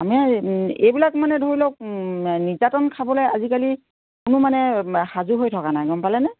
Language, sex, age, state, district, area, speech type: Assamese, female, 60+, Assam, Dibrugarh, rural, conversation